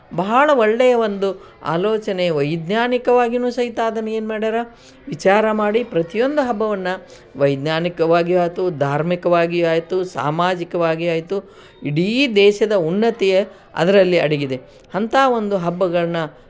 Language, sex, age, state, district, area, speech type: Kannada, female, 60+, Karnataka, Koppal, rural, spontaneous